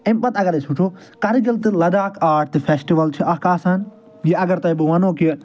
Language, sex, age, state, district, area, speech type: Kashmiri, male, 45-60, Jammu and Kashmir, Srinagar, urban, spontaneous